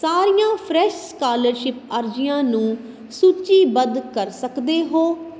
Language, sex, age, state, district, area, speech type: Punjabi, female, 30-45, Punjab, Kapurthala, rural, read